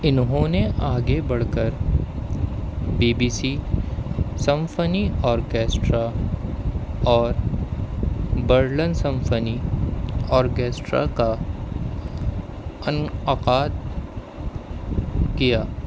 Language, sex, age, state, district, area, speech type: Urdu, male, 30-45, Delhi, Central Delhi, urban, read